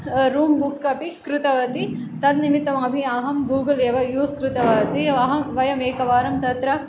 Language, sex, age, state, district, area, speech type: Sanskrit, female, 18-30, Andhra Pradesh, Chittoor, urban, spontaneous